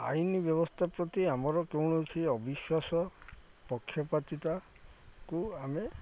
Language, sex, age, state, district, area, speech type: Odia, male, 30-45, Odisha, Jagatsinghpur, urban, spontaneous